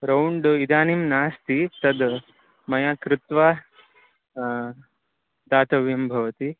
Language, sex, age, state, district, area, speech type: Sanskrit, male, 18-30, Karnataka, Chikkamagaluru, rural, conversation